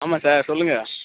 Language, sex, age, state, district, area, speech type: Tamil, male, 18-30, Tamil Nadu, Cuddalore, rural, conversation